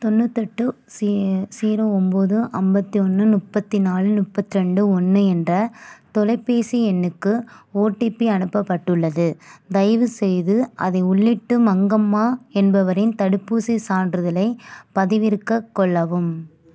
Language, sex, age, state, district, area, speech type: Tamil, female, 18-30, Tamil Nadu, Nagapattinam, urban, read